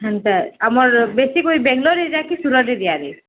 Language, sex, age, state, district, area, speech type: Odia, male, 45-60, Odisha, Nuapada, urban, conversation